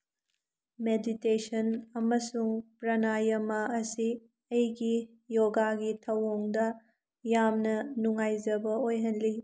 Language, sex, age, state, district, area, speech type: Manipuri, female, 18-30, Manipur, Tengnoupal, rural, spontaneous